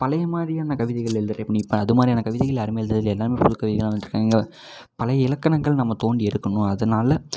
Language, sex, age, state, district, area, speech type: Tamil, male, 18-30, Tamil Nadu, Namakkal, rural, spontaneous